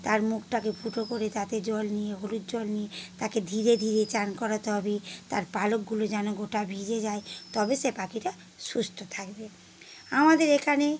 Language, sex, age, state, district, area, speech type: Bengali, female, 45-60, West Bengal, Howrah, urban, spontaneous